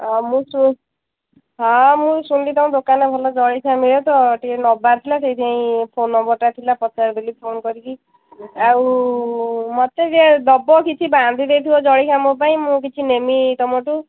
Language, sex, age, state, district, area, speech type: Odia, female, 45-60, Odisha, Angul, rural, conversation